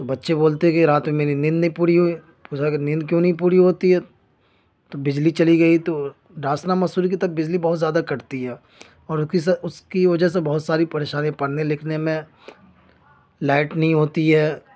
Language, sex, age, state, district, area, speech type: Urdu, male, 30-45, Uttar Pradesh, Ghaziabad, urban, spontaneous